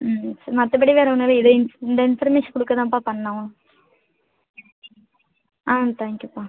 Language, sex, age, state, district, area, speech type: Tamil, female, 30-45, Tamil Nadu, Ariyalur, rural, conversation